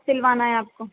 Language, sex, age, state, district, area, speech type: Urdu, female, 30-45, Uttar Pradesh, Rampur, urban, conversation